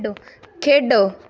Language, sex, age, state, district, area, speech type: Dogri, female, 30-45, Jammu and Kashmir, Samba, urban, read